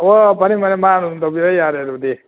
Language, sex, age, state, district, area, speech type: Manipuri, male, 60+, Manipur, Thoubal, rural, conversation